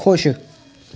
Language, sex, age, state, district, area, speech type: Dogri, male, 18-30, Jammu and Kashmir, Udhampur, rural, read